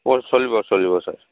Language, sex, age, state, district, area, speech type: Assamese, male, 45-60, Assam, Dhemaji, rural, conversation